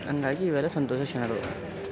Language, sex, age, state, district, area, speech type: Kannada, male, 18-30, Karnataka, Koppal, rural, spontaneous